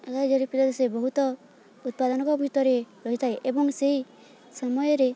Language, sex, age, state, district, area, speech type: Odia, female, 18-30, Odisha, Balangir, urban, spontaneous